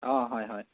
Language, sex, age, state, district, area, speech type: Assamese, male, 30-45, Assam, Majuli, urban, conversation